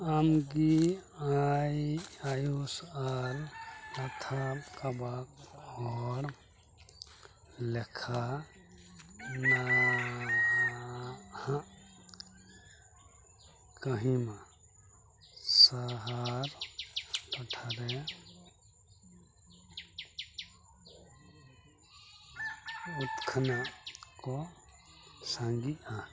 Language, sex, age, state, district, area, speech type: Santali, male, 30-45, West Bengal, Dakshin Dinajpur, rural, read